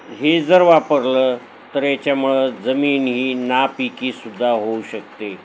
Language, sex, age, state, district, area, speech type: Marathi, male, 60+, Maharashtra, Nanded, urban, spontaneous